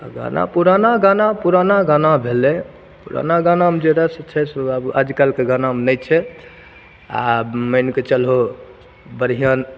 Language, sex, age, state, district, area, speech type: Maithili, male, 30-45, Bihar, Begusarai, urban, spontaneous